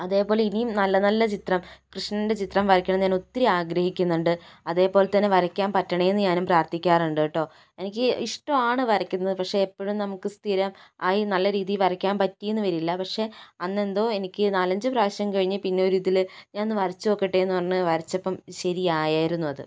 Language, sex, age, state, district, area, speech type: Malayalam, female, 60+, Kerala, Kozhikode, rural, spontaneous